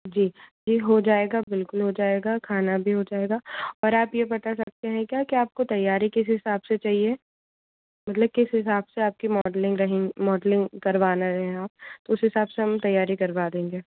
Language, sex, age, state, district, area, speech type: Hindi, female, 18-30, Madhya Pradesh, Bhopal, urban, conversation